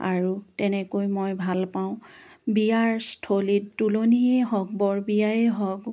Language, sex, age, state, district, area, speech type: Assamese, female, 60+, Assam, Biswanath, rural, spontaneous